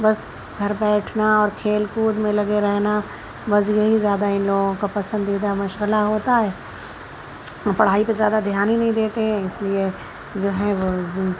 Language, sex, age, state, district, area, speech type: Urdu, female, 45-60, Uttar Pradesh, Shahjahanpur, urban, spontaneous